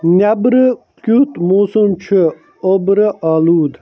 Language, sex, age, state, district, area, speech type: Kashmiri, male, 45-60, Jammu and Kashmir, Ganderbal, urban, read